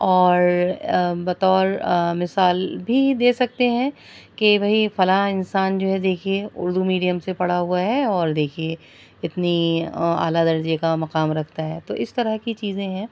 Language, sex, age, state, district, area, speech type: Urdu, female, 30-45, Delhi, South Delhi, rural, spontaneous